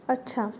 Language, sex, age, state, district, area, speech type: Marathi, female, 18-30, Maharashtra, Ratnagiri, rural, spontaneous